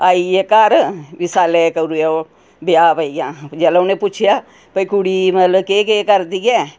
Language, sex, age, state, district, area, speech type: Dogri, female, 60+, Jammu and Kashmir, Reasi, urban, spontaneous